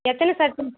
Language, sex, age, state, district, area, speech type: Tamil, female, 60+, Tamil Nadu, Krishnagiri, rural, conversation